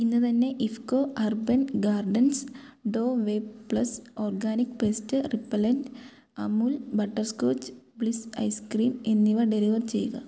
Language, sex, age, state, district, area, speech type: Malayalam, female, 18-30, Kerala, Kottayam, urban, read